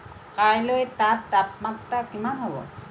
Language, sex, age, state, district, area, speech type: Assamese, female, 45-60, Assam, Lakhimpur, rural, read